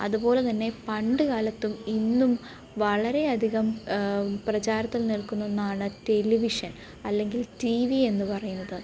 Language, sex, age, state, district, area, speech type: Malayalam, female, 18-30, Kerala, Pathanamthitta, urban, spontaneous